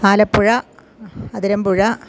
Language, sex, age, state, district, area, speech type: Malayalam, female, 45-60, Kerala, Kottayam, rural, spontaneous